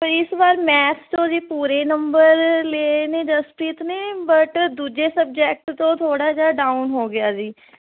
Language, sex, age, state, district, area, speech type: Punjabi, female, 30-45, Punjab, Fatehgarh Sahib, urban, conversation